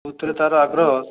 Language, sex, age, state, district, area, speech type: Odia, male, 45-60, Odisha, Dhenkanal, rural, conversation